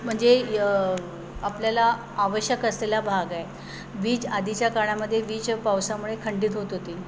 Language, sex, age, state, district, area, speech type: Marathi, female, 30-45, Maharashtra, Nagpur, urban, spontaneous